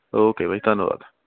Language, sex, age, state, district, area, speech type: Punjabi, male, 45-60, Punjab, Patiala, urban, conversation